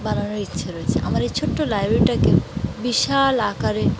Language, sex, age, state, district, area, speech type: Bengali, female, 30-45, West Bengal, Dakshin Dinajpur, urban, spontaneous